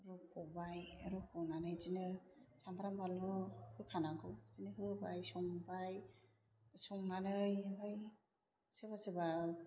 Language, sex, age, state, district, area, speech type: Bodo, female, 30-45, Assam, Chirang, urban, spontaneous